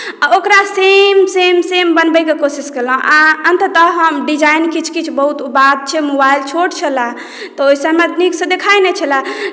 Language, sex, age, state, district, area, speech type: Maithili, female, 18-30, Bihar, Madhubani, rural, spontaneous